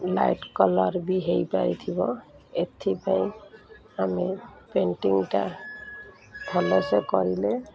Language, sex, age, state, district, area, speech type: Odia, female, 45-60, Odisha, Sundergarh, urban, spontaneous